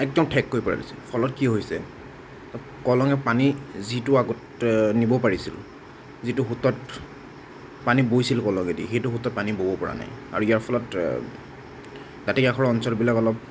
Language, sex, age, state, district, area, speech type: Assamese, male, 30-45, Assam, Nagaon, rural, spontaneous